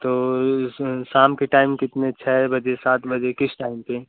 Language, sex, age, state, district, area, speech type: Hindi, male, 30-45, Uttar Pradesh, Mau, rural, conversation